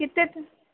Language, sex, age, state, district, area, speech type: Hindi, female, 18-30, Madhya Pradesh, Chhindwara, urban, conversation